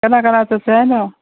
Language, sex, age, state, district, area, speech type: Manipuri, female, 45-60, Manipur, Imphal East, rural, conversation